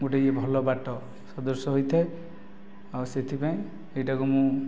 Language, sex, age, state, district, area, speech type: Odia, male, 30-45, Odisha, Nayagarh, rural, spontaneous